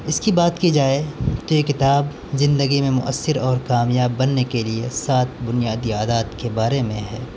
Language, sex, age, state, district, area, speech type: Urdu, male, 18-30, Delhi, North West Delhi, urban, spontaneous